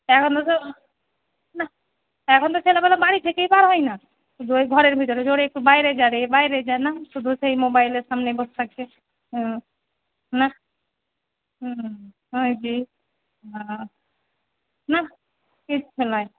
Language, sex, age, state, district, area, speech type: Bengali, female, 30-45, West Bengal, Murshidabad, rural, conversation